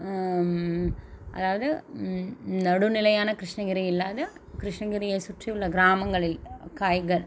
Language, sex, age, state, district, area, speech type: Tamil, female, 30-45, Tamil Nadu, Krishnagiri, rural, spontaneous